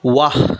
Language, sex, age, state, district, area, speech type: Assamese, male, 18-30, Assam, Biswanath, rural, read